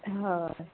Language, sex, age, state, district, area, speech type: Assamese, female, 30-45, Assam, Majuli, urban, conversation